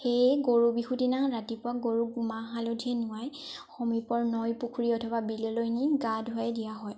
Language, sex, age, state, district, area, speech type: Assamese, female, 18-30, Assam, Tinsukia, urban, spontaneous